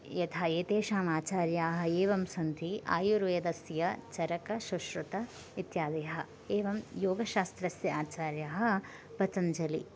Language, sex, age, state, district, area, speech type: Sanskrit, female, 18-30, Karnataka, Bagalkot, rural, spontaneous